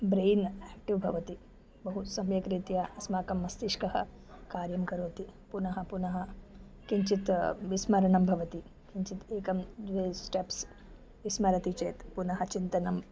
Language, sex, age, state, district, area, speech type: Sanskrit, female, 45-60, Karnataka, Bangalore Urban, urban, spontaneous